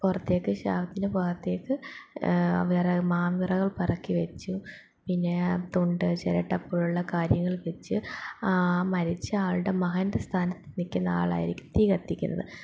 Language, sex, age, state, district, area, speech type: Malayalam, female, 18-30, Kerala, Palakkad, rural, spontaneous